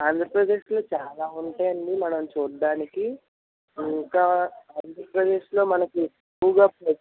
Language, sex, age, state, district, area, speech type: Telugu, male, 60+, Andhra Pradesh, N T Rama Rao, urban, conversation